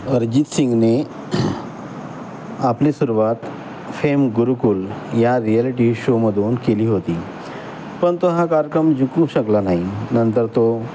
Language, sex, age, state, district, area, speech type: Marathi, male, 45-60, Maharashtra, Nagpur, urban, spontaneous